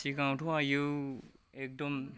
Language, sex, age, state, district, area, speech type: Bodo, male, 45-60, Assam, Kokrajhar, urban, spontaneous